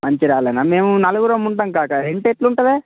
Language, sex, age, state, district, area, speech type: Telugu, male, 45-60, Telangana, Mancherial, rural, conversation